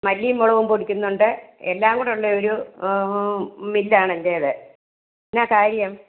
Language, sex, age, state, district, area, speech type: Malayalam, female, 60+, Kerala, Alappuzha, rural, conversation